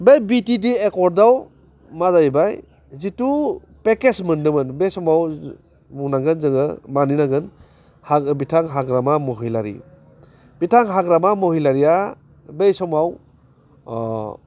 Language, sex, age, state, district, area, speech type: Bodo, male, 45-60, Assam, Baksa, urban, spontaneous